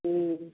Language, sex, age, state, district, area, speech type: Hindi, female, 45-60, Bihar, Vaishali, rural, conversation